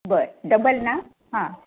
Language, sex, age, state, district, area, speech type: Marathi, female, 60+, Maharashtra, Sangli, urban, conversation